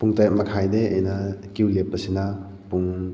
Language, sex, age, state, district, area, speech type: Manipuri, male, 18-30, Manipur, Kakching, rural, spontaneous